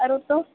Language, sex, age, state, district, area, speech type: Maithili, female, 18-30, Bihar, Purnia, rural, conversation